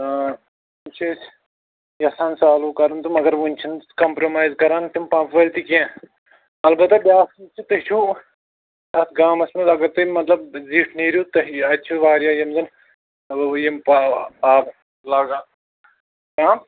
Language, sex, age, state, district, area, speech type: Kashmiri, male, 18-30, Jammu and Kashmir, Pulwama, rural, conversation